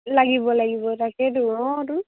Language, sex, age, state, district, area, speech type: Assamese, female, 18-30, Assam, Lakhimpur, rural, conversation